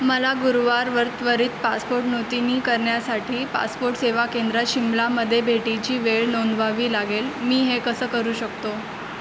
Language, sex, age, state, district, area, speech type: Marathi, female, 18-30, Maharashtra, Mumbai Suburban, urban, read